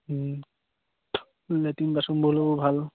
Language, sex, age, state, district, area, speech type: Assamese, male, 18-30, Assam, Charaideo, rural, conversation